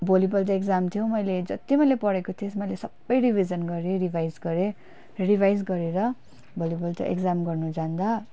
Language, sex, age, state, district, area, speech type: Nepali, female, 18-30, West Bengal, Darjeeling, rural, spontaneous